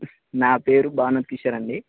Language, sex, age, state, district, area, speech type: Telugu, male, 18-30, Telangana, Khammam, urban, conversation